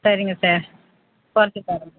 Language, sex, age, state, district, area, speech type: Tamil, female, 45-60, Tamil Nadu, Virudhunagar, rural, conversation